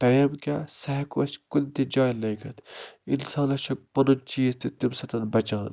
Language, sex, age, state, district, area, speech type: Kashmiri, male, 30-45, Jammu and Kashmir, Budgam, rural, spontaneous